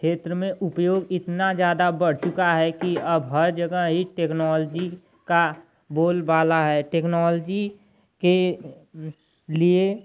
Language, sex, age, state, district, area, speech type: Hindi, male, 18-30, Uttar Pradesh, Ghazipur, rural, spontaneous